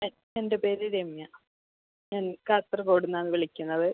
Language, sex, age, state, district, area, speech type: Malayalam, female, 30-45, Kerala, Kasaragod, rural, conversation